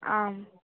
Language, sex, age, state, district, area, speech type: Sanskrit, female, 18-30, Maharashtra, Wardha, urban, conversation